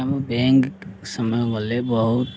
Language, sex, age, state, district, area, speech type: Odia, male, 30-45, Odisha, Ganjam, urban, spontaneous